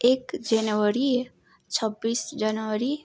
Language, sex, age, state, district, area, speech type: Nepali, female, 18-30, West Bengal, Darjeeling, rural, spontaneous